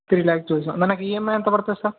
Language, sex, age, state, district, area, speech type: Telugu, male, 18-30, Telangana, Medchal, urban, conversation